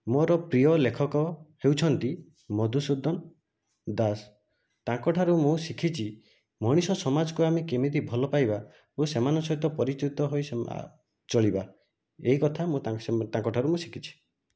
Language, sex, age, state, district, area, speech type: Odia, male, 30-45, Odisha, Nayagarh, rural, spontaneous